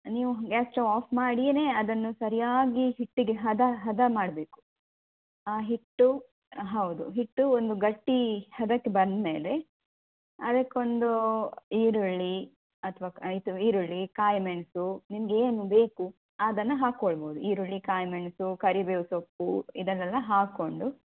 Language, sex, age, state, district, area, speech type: Kannada, female, 18-30, Karnataka, Udupi, rural, conversation